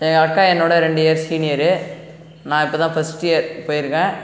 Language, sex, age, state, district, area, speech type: Tamil, male, 18-30, Tamil Nadu, Cuddalore, rural, spontaneous